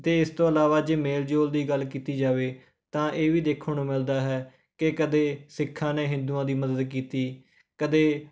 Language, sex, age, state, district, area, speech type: Punjabi, male, 18-30, Punjab, Rupnagar, rural, spontaneous